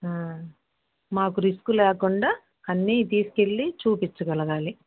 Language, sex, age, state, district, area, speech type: Telugu, female, 45-60, Andhra Pradesh, Bapatla, urban, conversation